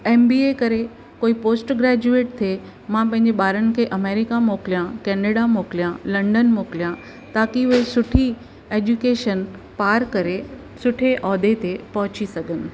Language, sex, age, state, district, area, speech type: Sindhi, female, 45-60, Maharashtra, Thane, urban, spontaneous